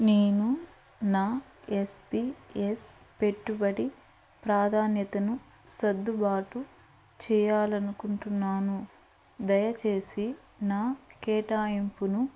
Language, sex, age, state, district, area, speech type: Telugu, female, 30-45, Andhra Pradesh, Eluru, urban, read